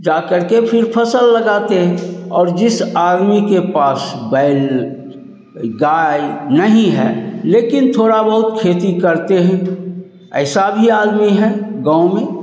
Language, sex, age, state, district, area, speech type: Hindi, male, 60+, Bihar, Begusarai, rural, spontaneous